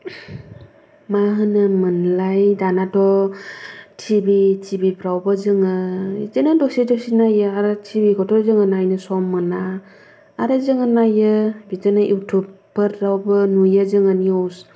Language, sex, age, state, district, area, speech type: Bodo, female, 30-45, Assam, Kokrajhar, urban, spontaneous